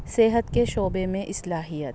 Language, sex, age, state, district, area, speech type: Urdu, female, 30-45, Delhi, North East Delhi, urban, spontaneous